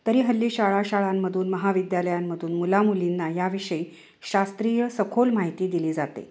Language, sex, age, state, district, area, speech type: Marathi, female, 30-45, Maharashtra, Sangli, urban, spontaneous